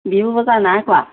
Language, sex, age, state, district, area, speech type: Assamese, female, 30-45, Assam, Tinsukia, urban, conversation